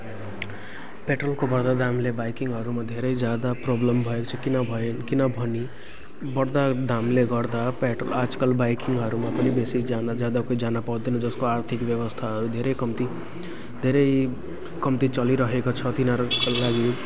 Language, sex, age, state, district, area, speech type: Nepali, male, 18-30, West Bengal, Jalpaiguri, rural, spontaneous